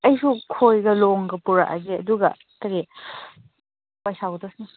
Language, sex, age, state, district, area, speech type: Manipuri, female, 30-45, Manipur, Chandel, rural, conversation